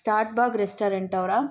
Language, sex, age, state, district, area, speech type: Kannada, female, 18-30, Karnataka, Tumkur, rural, spontaneous